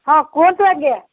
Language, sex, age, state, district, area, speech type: Odia, female, 60+, Odisha, Gajapati, rural, conversation